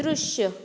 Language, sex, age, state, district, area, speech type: Goan Konkani, female, 45-60, Goa, Bardez, urban, read